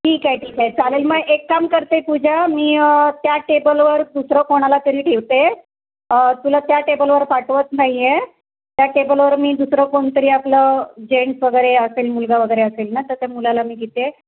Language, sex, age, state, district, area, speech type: Marathi, female, 30-45, Maharashtra, Raigad, rural, conversation